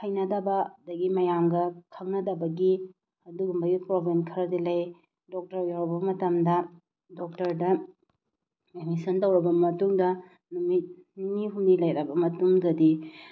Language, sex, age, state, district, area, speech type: Manipuri, female, 30-45, Manipur, Bishnupur, rural, spontaneous